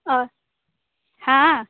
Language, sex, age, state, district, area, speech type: Maithili, female, 18-30, Bihar, Muzaffarpur, rural, conversation